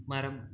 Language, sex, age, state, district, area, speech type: Tamil, male, 18-30, Tamil Nadu, Erode, rural, read